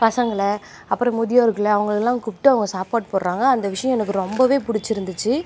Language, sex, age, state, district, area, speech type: Tamil, female, 30-45, Tamil Nadu, Nagapattinam, rural, spontaneous